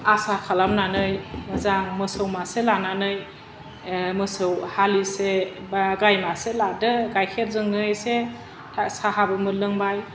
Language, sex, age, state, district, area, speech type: Bodo, female, 30-45, Assam, Chirang, urban, spontaneous